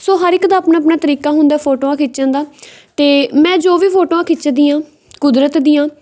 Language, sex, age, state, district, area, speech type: Punjabi, female, 18-30, Punjab, Patiala, rural, spontaneous